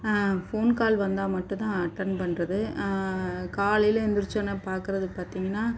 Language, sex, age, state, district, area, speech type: Tamil, female, 45-60, Tamil Nadu, Chennai, urban, spontaneous